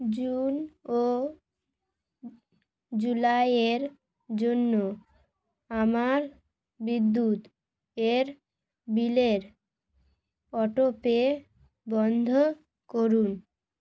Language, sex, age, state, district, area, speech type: Bengali, female, 18-30, West Bengal, Dakshin Dinajpur, urban, read